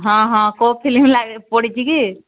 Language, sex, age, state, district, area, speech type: Odia, female, 60+, Odisha, Angul, rural, conversation